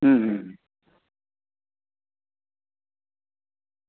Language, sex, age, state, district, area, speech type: Gujarati, male, 60+, Gujarat, Anand, urban, conversation